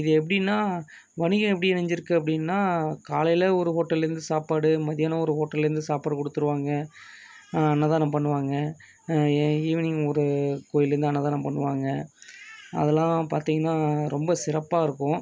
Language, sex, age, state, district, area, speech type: Tamil, male, 30-45, Tamil Nadu, Thanjavur, rural, spontaneous